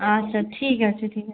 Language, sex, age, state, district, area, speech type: Bengali, female, 30-45, West Bengal, North 24 Parganas, urban, conversation